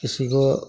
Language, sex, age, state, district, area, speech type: Hindi, male, 45-60, Bihar, Begusarai, urban, spontaneous